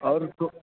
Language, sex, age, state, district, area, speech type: Hindi, male, 18-30, Uttar Pradesh, Azamgarh, rural, conversation